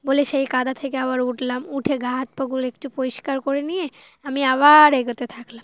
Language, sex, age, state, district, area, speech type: Bengali, female, 18-30, West Bengal, Dakshin Dinajpur, urban, spontaneous